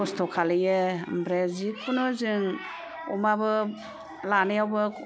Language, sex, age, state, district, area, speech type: Bodo, female, 60+, Assam, Kokrajhar, rural, spontaneous